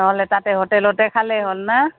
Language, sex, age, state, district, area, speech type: Assamese, female, 60+, Assam, Goalpara, rural, conversation